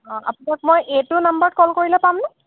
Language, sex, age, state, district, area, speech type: Assamese, female, 18-30, Assam, Golaghat, urban, conversation